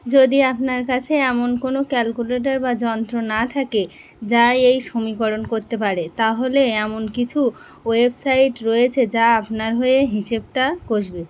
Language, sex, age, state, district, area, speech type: Bengali, female, 18-30, West Bengal, Birbhum, urban, read